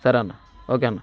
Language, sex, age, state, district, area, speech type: Telugu, male, 18-30, Andhra Pradesh, Bapatla, rural, spontaneous